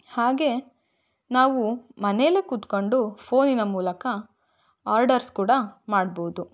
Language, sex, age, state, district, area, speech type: Kannada, female, 18-30, Karnataka, Davanagere, rural, spontaneous